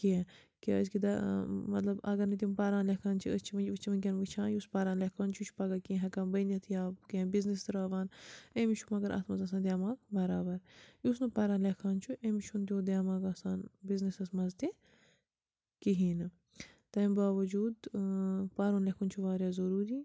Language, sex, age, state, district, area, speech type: Kashmiri, female, 30-45, Jammu and Kashmir, Bandipora, rural, spontaneous